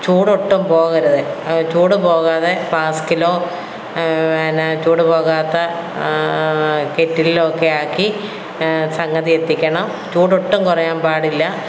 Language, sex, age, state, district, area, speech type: Malayalam, female, 45-60, Kerala, Kottayam, rural, spontaneous